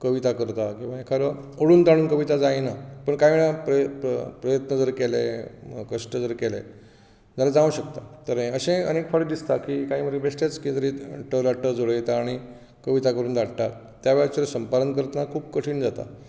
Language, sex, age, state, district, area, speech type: Goan Konkani, male, 45-60, Goa, Bardez, rural, spontaneous